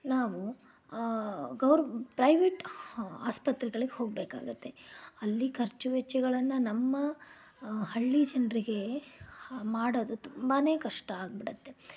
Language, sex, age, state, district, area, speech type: Kannada, female, 30-45, Karnataka, Shimoga, rural, spontaneous